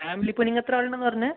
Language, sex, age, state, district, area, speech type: Malayalam, male, 18-30, Kerala, Kasaragod, urban, conversation